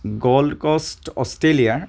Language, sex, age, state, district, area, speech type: Assamese, male, 30-45, Assam, Charaideo, rural, spontaneous